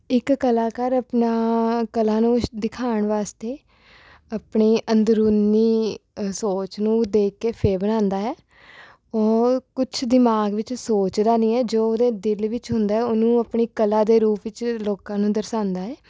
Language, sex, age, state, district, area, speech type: Punjabi, female, 18-30, Punjab, Rupnagar, urban, spontaneous